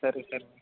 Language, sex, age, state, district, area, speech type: Kannada, male, 30-45, Karnataka, Chamarajanagar, rural, conversation